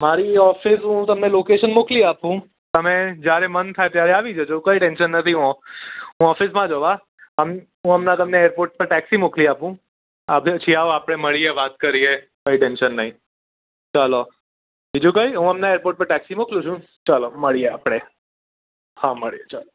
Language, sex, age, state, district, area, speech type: Gujarati, male, 30-45, Gujarat, Surat, urban, conversation